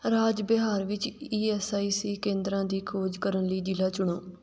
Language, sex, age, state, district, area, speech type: Punjabi, female, 18-30, Punjab, Fatehgarh Sahib, rural, read